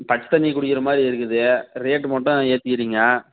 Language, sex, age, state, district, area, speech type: Tamil, male, 18-30, Tamil Nadu, Krishnagiri, rural, conversation